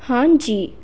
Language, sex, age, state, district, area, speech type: Punjabi, female, 18-30, Punjab, Fazilka, rural, spontaneous